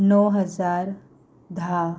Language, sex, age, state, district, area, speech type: Goan Konkani, female, 30-45, Goa, Ponda, rural, spontaneous